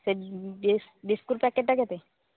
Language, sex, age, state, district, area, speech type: Odia, female, 45-60, Odisha, Angul, rural, conversation